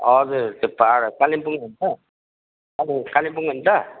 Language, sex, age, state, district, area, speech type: Nepali, male, 60+, West Bengal, Kalimpong, rural, conversation